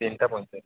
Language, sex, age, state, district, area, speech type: Odia, male, 30-45, Odisha, Sambalpur, rural, conversation